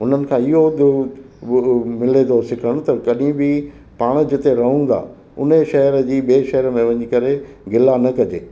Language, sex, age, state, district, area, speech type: Sindhi, male, 60+, Gujarat, Kutch, rural, spontaneous